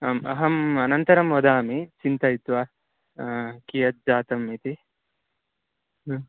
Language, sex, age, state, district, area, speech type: Sanskrit, male, 18-30, Karnataka, Chikkamagaluru, rural, conversation